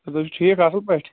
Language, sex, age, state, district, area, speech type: Kashmiri, male, 18-30, Jammu and Kashmir, Kulgam, rural, conversation